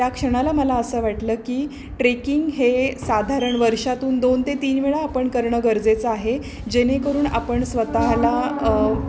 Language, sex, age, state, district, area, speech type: Marathi, female, 30-45, Maharashtra, Pune, urban, spontaneous